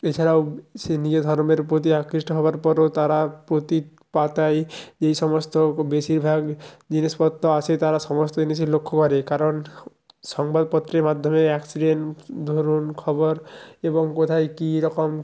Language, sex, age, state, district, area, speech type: Bengali, male, 30-45, West Bengal, Jalpaiguri, rural, spontaneous